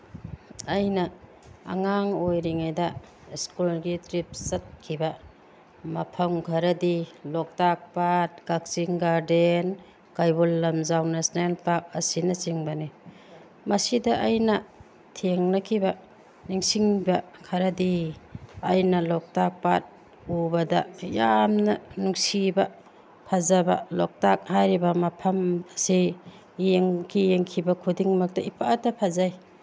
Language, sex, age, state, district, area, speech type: Manipuri, female, 45-60, Manipur, Tengnoupal, rural, spontaneous